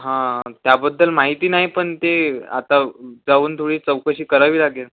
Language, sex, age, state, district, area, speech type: Marathi, male, 18-30, Maharashtra, Wardha, urban, conversation